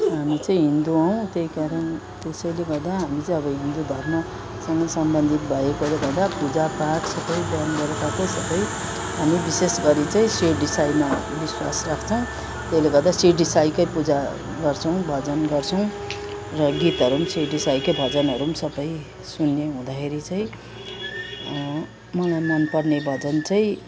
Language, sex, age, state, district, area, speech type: Nepali, female, 60+, West Bengal, Kalimpong, rural, spontaneous